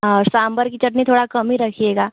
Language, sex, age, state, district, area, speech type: Hindi, female, 18-30, Uttar Pradesh, Ghazipur, rural, conversation